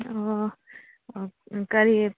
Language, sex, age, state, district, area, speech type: Manipuri, female, 45-60, Manipur, Churachandpur, urban, conversation